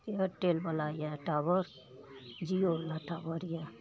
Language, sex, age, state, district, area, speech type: Maithili, female, 60+, Bihar, Araria, rural, spontaneous